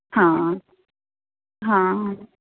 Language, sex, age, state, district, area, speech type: Punjabi, female, 30-45, Punjab, Mansa, urban, conversation